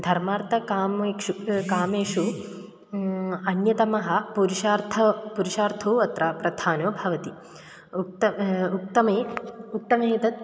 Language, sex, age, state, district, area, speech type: Sanskrit, female, 18-30, Kerala, Kozhikode, urban, spontaneous